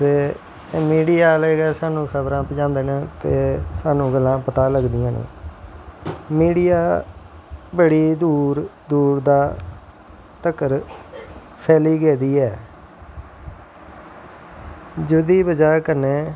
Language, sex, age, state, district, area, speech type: Dogri, male, 45-60, Jammu and Kashmir, Jammu, rural, spontaneous